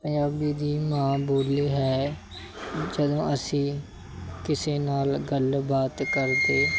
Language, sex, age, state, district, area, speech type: Punjabi, male, 18-30, Punjab, Mansa, urban, spontaneous